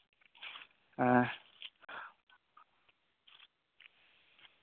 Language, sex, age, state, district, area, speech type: Santali, male, 18-30, West Bengal, Purulia, rural, conversation